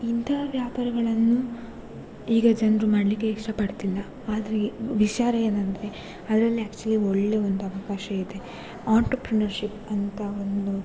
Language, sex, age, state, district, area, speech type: Kannada, female, 18-30, Karnataka, Dakshina Kannada, rural, spontaneous